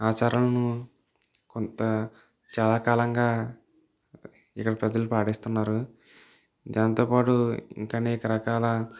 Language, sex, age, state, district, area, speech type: Telugu, male, 18-30, Andhra Pradesh, Eluru, rural, spontaneous